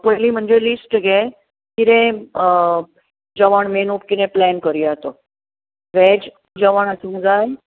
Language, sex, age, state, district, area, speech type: Goan Konkani, female, 30-45, Goa, Bardez, rural, conversation